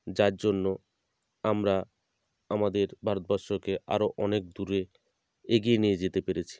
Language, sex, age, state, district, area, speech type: Bengali, male, 30-45, West Bengal, North 24 Parganas, rural, spontaneous